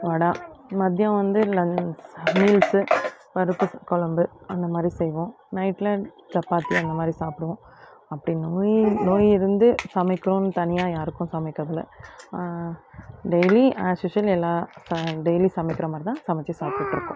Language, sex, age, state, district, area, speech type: Tamil, female, 30-45, Tamil Nadu, Krishnagiri, rural, spontaneous